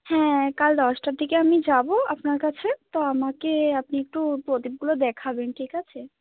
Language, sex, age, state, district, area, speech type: Bengali, female, 30-45, West Bengal, Hooghly, urban, conversation